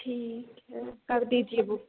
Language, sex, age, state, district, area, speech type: Hindi, female, 18-30, Madhya Pradesh, Hoshangabad, rural, conversation